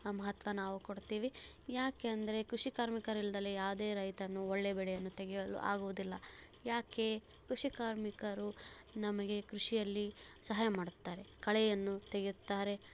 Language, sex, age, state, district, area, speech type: Kannada, female, 30-45, Karnataka, Chikkaballapur, rural, spontaneous